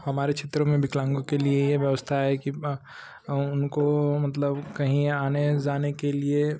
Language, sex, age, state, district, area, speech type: Hindi, male, 18-30, Uttar Pradesh, Ghazipur, rural, spontaneous